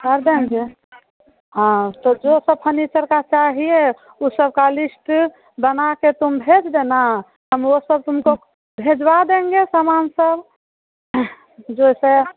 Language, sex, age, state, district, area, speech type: Hindi, female, 30-45, Bihar, Muzaffarpur, rural, conversation